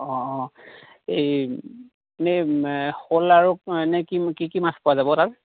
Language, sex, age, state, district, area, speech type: Assamese, male, 30-45, Assam, Lakhimpur, rural, conversation